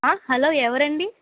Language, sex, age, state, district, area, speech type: Telugu, female, 18-30, Andhra Pradesh, Kadapa, rural, conversation